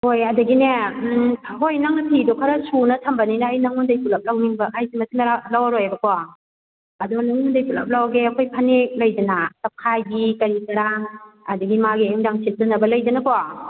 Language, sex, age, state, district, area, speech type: Manipuri, female, 45-60, Manipur, Kakching, rural, conversation